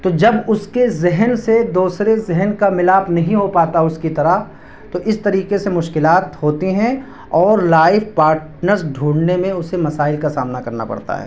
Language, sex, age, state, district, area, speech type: Urdu, male, 18-30, Uttar Pradesh, Siddharthnagar, rural, spontaneous